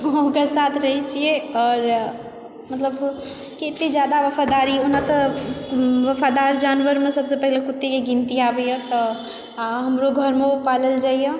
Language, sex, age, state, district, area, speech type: Maithili, female, 18-30, Bihar, Supaul, rural, spontaneous